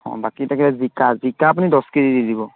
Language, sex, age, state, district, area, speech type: Assamese, male, 18-30, Assam, Golaghat, urban, conversation